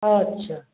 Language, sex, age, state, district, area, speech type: Hindi, female, 45-60, Bihar, Samastipur, rural, conversation